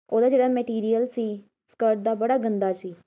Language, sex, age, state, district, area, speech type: Punjabi, female, 18-30, Punjab, Patiala, rural, spontaneous